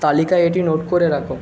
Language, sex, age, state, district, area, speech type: Bengali, male, 45-60, West Bengal, Jhargram, rural, read